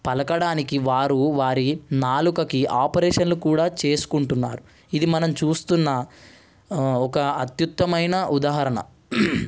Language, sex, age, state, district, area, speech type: Telugu, male, 18-30, Telangana, Ranga Reddy, urban, spontaneous